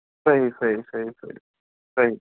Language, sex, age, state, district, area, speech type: Kashmiri, male, 18-30, Jammu and Kashmir, Srinagar, urban, conversation